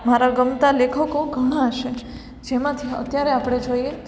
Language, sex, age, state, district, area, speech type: Gujarati, female, 18-30, Gujarat, Surat, urban, spontaneous